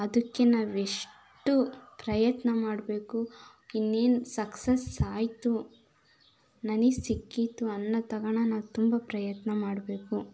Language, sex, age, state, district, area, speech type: Kannada, female, 18-30, Karnataka, Chitradurga, rural, spontaneous